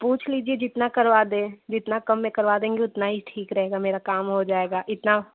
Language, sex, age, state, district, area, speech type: Hindi, female, 18-30, Uttar Pradesh, Prayagraj, urban, conversation